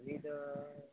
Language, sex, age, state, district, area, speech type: Urdu, male, 18-30, Bihar, Saharsa, urban, conversation